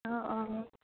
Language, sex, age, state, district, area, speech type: Assamese, female, 60+, Assam, Darrang, rural, conversation